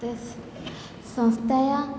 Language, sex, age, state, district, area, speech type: Sanskrit, female, 18-30, Odisha, Cuttack, rural, spontaneous